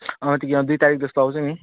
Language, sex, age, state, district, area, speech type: Nepali, male, 18-30, West Bengal, Jalpaiguri, rural, conversation